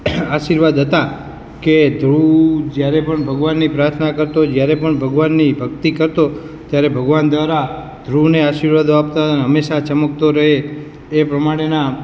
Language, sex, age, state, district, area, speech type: Gujarati, male, 18-30, Gujarat, Morbi, urban, spontaneous